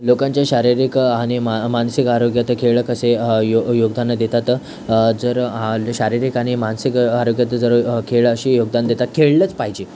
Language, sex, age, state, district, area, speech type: Marathi, male, 18-30, Maharashtra, Thane, urban, spontaneous